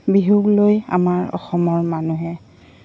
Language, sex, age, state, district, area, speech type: Assamese, female, 45-60, Assam, Goalpara, urban, spontaneous